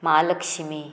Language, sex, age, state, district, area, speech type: Goan Konkani, female, 45-60, Goa, Murmgao, rural, spontaneous